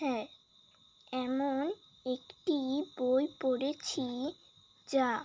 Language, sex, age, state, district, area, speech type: Bengali, female, 18-30, West Bengal, Alipurduar, rural, spontaneous